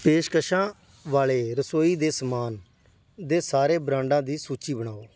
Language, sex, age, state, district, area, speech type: Punjabi, male, 45-60, Punjab, Patiala, urban, read